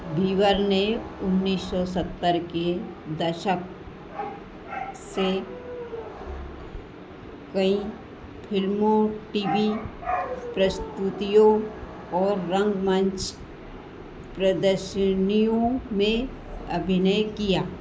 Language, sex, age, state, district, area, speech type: Hindi, female, 60+, Madhya Pradesh, Harda, urban, read